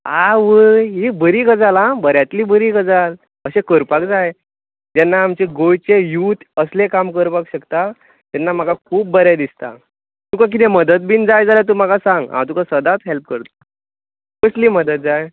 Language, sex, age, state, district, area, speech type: Goan Konkani, male, 18-30, Goa, Tiswadi, rural, conversation